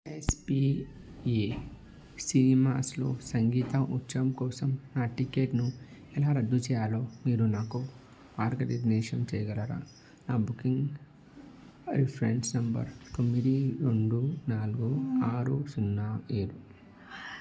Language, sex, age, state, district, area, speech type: Telugu, male, 30-45, Telangana, Peddapalli, rural, read